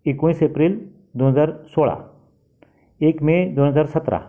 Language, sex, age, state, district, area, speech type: Marathi, male, 60+, Maharashtra, Raigad, rural, spontaneous